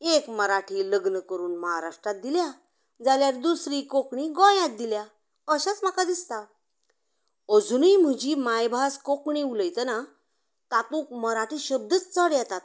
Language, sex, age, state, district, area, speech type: Goan Konkani, female, 60+, Goa, Canacona, rural, spontaneous